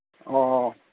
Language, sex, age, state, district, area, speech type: Manipuri, male, 60+, Manipur, Kangpokpi, urban, conversation